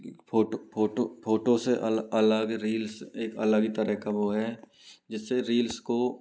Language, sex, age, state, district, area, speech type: Hindi, male, 30-45, Rajasthan, Karauli, rural, spontaneous